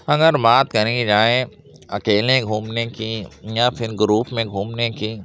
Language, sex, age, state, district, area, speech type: Urdu, male, 60+, Uttar Pradesh, Lucknow, urban, spontaneous